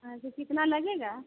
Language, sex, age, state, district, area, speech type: Hindi, female, 60+, Uttar Pradesh, Azamgarh, urban, conversation